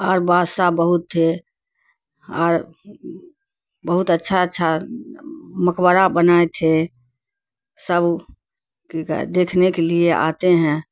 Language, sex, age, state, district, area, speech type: Urdu, female, 60+, Bihar, Khagaria, rural, spontaneous